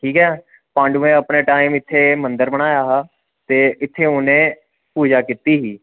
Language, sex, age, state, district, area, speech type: Dogri, male, 18-30, Jammu and Kashmir, Udhampur, urban, conversation